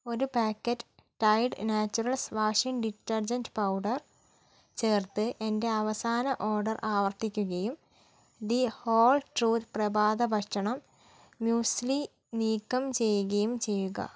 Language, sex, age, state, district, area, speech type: Malayalam, female, 30-45, Kerala, Kozhikode, urban, read